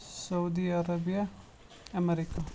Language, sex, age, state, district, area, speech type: Kashmiri, male, 45-60, Jammu and Kashmir, Bandipora, rural, spontaneous